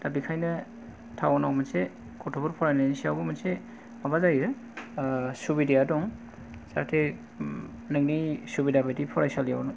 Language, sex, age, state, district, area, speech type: Bodo, male, 45-60, Assam, Kokrajhar, rural, spontaneous